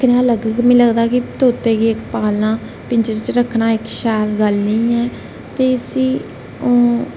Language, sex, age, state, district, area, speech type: Dogri, female, 18-30, Jammu and Kashmir, Reasi, rural, spontaneous